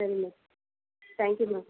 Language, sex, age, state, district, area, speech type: Tamil, female, 45-60, Tamil Nadu, Cuddalore, rural, conversation